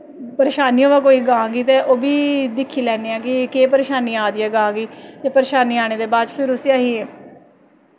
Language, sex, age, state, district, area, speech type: Dogri, female, 30-45, Jammu and Kashmir, Samba, rural, spontaneous